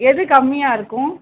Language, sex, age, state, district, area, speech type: Tamil, female, 45-60, Tamil Nadu, Ariyalur, rural, conversation